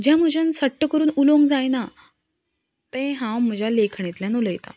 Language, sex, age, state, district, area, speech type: Goan Konkani, female, 18-30, Goa, Canacona, rural, spontaneous